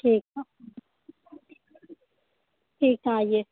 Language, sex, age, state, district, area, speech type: Maithili, female, 18-30, Bihar, Purnia, rural, conversation